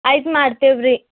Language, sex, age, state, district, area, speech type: Kannada, female, 18-30, Karnataka, Bidar, urban, conversation